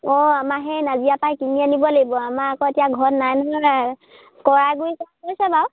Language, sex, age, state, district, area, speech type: Assamese, female, 18-30, Assam, Sivasagar, rural, conversation